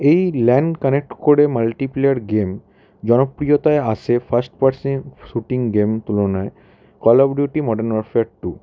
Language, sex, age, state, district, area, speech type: Bengali, male, 18-30, West Bengal, Howrah, urban, spontaneous